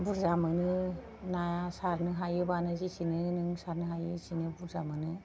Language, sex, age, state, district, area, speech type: Bodo, female, 45-60, Assam, Kokrajhar, urban, spontaneous